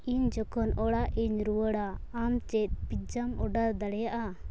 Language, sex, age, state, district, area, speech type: Santali, female, 18-30, Jharkhand, Seraikela Kharsawan, rural, read